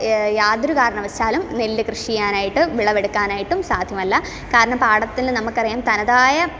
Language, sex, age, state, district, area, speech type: Malayalam, female, 18-30, Kerala, Kottayam, rural, spontaneous